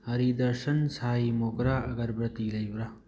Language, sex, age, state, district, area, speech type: Manipuri, male, 30-45, Manipur, Thoubal, rural, read